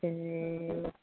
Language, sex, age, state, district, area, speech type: Assamese, female, 60+, Assam, Dibrugarh, rural, conversation